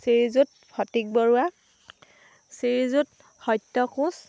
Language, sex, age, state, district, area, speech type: Assamese, female, 18-30, Assam, Dhemaji, rural, spontaneous